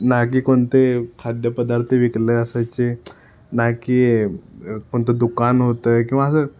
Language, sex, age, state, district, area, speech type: Marathi, male, 18-30, Maharashtra, Sangli, urban, spontaneous